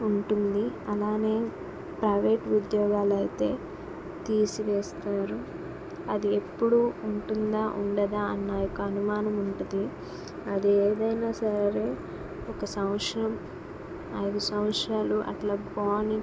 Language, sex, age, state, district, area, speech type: Telugu, female, 18-30, Andhra Pradesh, Krishna, urban, spontaneous